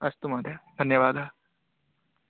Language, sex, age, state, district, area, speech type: Sanskrit, male, 18-30, West Bengal, Paschim Medinipur, urban, conversation